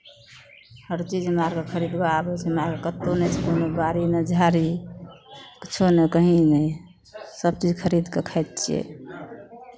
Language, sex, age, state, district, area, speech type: Maithili, female, 45-60, Bihar, Madhepura, rural, spontaneous